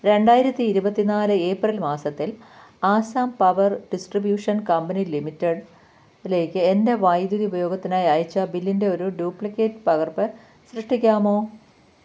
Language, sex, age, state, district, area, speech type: Malayalam, female, 45-60, Kerala, Pathanamthitta, rural, read